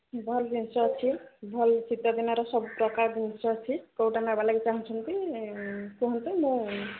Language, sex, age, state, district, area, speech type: Odia, female, 45-60, Odisha, Sambalpur, rural, conversation